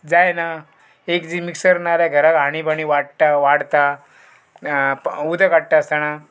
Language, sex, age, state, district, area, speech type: Goan Konkani, male, 45-60, Goa, Murmgao, rural, spontaneous